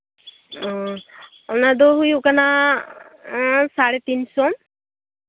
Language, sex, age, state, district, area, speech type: Santali, female, 30-45, West Bengal, Malda, rural, conversation